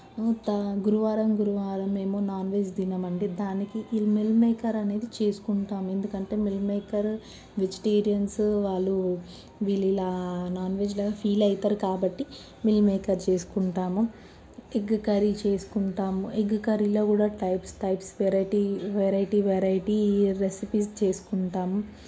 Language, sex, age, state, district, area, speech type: Telugu, female, 18-30, Telangana, Medchal, urban, spontaneous